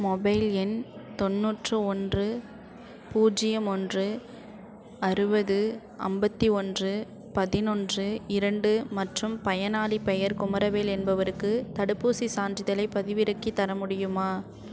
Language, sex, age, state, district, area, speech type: Tamil, female, 30-45, Tamil Nadu, Thanjavur, urban, read